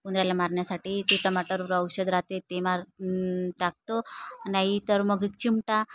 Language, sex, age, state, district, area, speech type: Marathi, female, 30-45, Maharashtra, Nagpur, rural, spontaneous